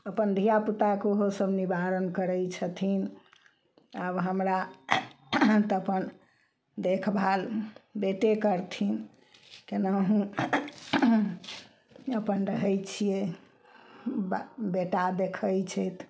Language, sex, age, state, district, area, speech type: Maithili, female, 60+, Bihar, Samastipur, rural, spontaneous